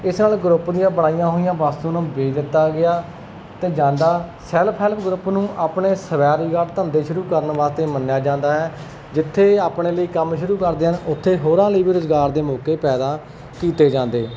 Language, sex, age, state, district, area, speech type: Punjabi, male, 30-45, Punjab, Kapurthala, urban, spontaneous